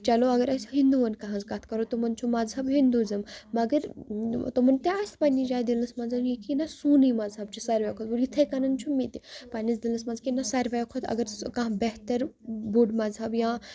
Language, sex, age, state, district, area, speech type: Kashmiri, female, 18-30, Jammu and Kashmir, Baramulla, rural, spontaneous